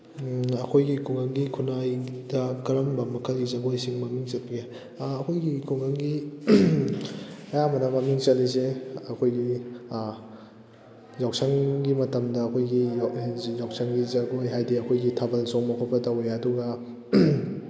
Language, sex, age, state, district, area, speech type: Manipuri, male, 18-30, Manipur, Kakching, rural, spontaneous